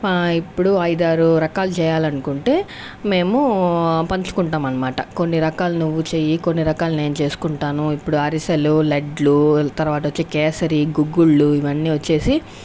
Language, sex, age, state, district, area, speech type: Telugu, female, 30-45, Andhra Pradesh, Sri Balaji, rural, spontaneous